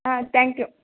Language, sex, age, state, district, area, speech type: Kannada, female, 30-45, Karnataka, Mandya, rural, conversation